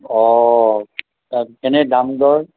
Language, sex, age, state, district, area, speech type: Assamese, male, 60+, Assam, Nalbari, rural, conversation